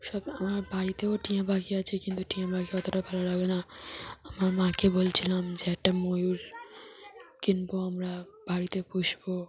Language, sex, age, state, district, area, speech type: Bengali, female, 18-30, West Bengal, Dakshin Dinajpur, urban, spontaneous